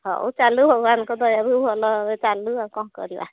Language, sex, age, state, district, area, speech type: Odia, female, 45-60, Odisha, Angul, rural, conversation